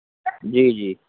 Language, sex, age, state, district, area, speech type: Urdu, male, 18-30, Uttar Pradesh, Balrampur, rural, conversation